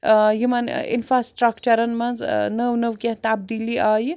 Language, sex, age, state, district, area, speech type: Kashmiri, female, 60+, Jammu and Kashmir, Srinagar, urban, spontaneous